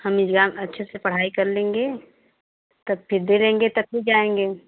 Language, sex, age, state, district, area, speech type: Hindi, female, 30-45, Uttar Pradesh, Prayagraj, rural, conversation